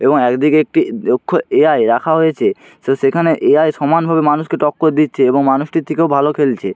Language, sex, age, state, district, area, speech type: Bengali, male, 18-30, West Bengal, Jalpaiguri, rural, spontaneous